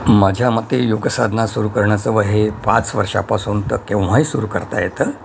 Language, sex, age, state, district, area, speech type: Marathi, male, 60+, Maharashtra, Yavatmal, urban, spontaneous